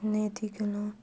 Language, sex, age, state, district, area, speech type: Maithili, female, 30-45, Bihar, Madhubani, rural, spontaneous